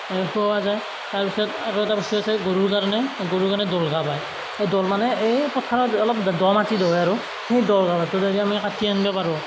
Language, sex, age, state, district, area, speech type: Assamese, male, 18-30, Assam, Darrang, rural, spontaneous